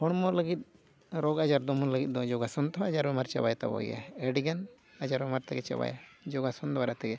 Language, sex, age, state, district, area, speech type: Santali, male, 45-60, Odisha, Mayurbhanj, rural, spontaneous